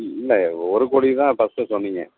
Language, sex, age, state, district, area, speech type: Tamil, male, 45-60, Tamil Nadu, Perambalur, urban, conversation